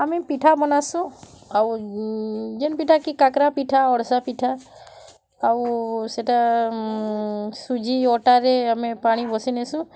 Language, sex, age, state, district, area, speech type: Odia, female, 30-45, Odisha, Bargarh, urban, spontaneous